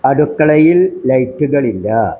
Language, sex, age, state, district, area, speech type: Malayalam, male, 60+, Kerala, Malappuram, rural, read